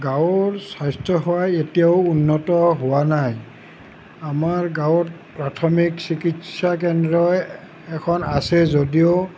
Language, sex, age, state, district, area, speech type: Assamese, male, 60+, Assam, Nalbari, rural, spontaneous